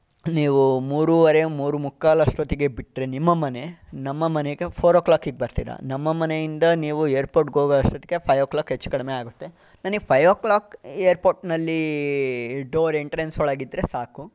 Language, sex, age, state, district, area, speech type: Kannada, male, 45-60, Karnataka, Chitradurga, rural, spontaneous